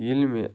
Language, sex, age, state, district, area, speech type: Kashmiri, male, 30-45, Jammu and Kashmir, Baramulla, rural, spontaneous